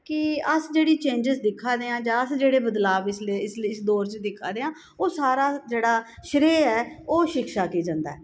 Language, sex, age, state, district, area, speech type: Dogri, female, 45-60, Jammu and Kashmir, Jammu, urban, spontaneous